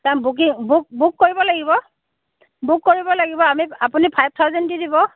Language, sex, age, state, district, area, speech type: Assamese, female, 45-60, Assam, Dhemaji, urban, conversation